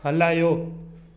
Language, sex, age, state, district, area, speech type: Sindhi, male, 18-30, Gujarat, Junagadh, urban, read